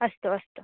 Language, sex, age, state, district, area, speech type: Sanskrit, female, 18-30, Karnataka, Chitradurga, rural, conversation